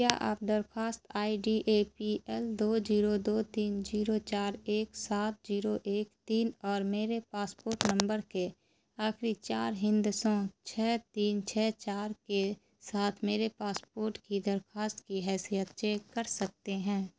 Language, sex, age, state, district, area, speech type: Urdu, female, 18-30, Bihar, Darbhanga, rural, read